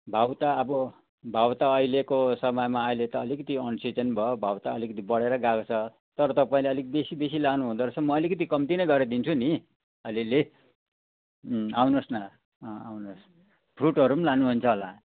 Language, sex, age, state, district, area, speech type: Nepali, male, 60+, West Bengal, Jalpaiguri, urban, conversation